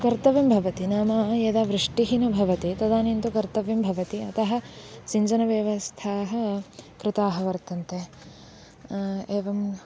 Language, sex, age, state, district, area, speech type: Sanskrit, female, 18-30, Karnataka, Uttara Kannada, rural, spontaneous